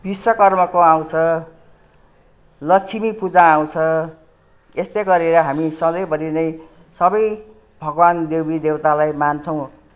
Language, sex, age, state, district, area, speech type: Nepali, female, 60+, West Bengal, Jalpaiguri, rural, spontaneous